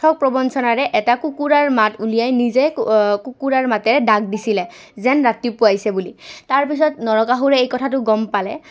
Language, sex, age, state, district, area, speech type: Assamese, female, 18-30, Assam, Goalpara, urban, spontaneous